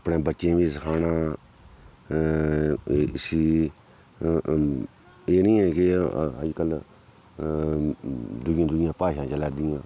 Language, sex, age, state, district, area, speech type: Dogri, male, 45-60, Jammu and Kashmir, Udhampur, rural, spontaneous